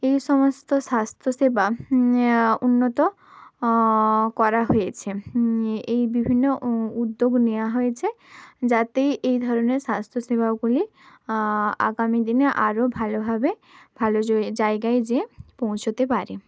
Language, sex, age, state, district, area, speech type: Bengali, female, 30-45, West Bengal, Bankura, urban, spontaneous